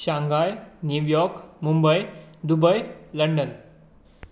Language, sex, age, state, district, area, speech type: Goan Konkani, male, 18-30, Goa, Tiswadi, rural, spontaneous